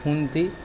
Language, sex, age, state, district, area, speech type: Bengali, male, 30-45, West Bengal, Howrah, urban, spontaneous